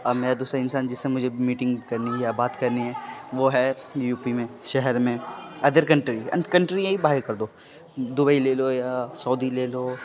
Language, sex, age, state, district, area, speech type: Urdu, male, 30-45, Bihar, Khagaria, rural, spontaneous